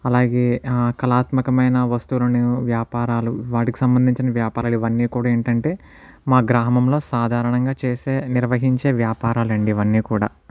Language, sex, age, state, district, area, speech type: Telugu, male, 60+, Andhra Pradesh, Kakinada, rural, spontaneous